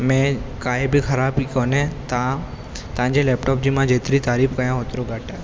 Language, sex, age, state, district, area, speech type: Sindhi, male, 18-30, Rajasthan, Ajmer, urban, spontaneous